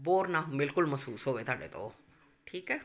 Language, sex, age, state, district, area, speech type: Punjabi, female, 45-60, Punjab, Amritsar, urban, spontaneous